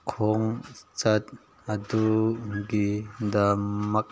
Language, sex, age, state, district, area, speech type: Manipuri, male, 18-30, Manipur, Kangpokpi, urban, read